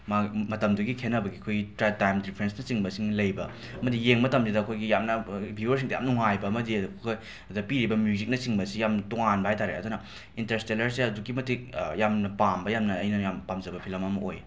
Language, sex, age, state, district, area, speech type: Manipuri, male, 18-30, Manipur, Imphal West, urban, spontaneous